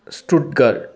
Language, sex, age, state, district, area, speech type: Sanskrit, male, 30-45, Karnataka, Mysore, urban, spontaneous